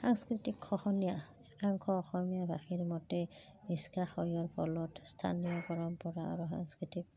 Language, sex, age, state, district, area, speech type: Assamese, female, 30-45, Assam, Udalguri, rural, spontaneous